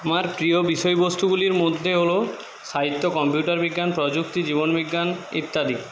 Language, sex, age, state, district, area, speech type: Bengali, male, 45-60, West Bengal, Jhargram, rural, spontaneous